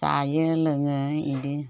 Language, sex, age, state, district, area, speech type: Bodo, female, 60+, Assam, Chirang, rural, spontaneous